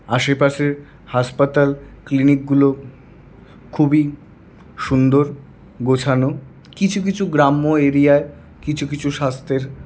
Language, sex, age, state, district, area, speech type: Bengali, male, 18-30, West Bengal, Paschim Bardhaman, urban, spontaneous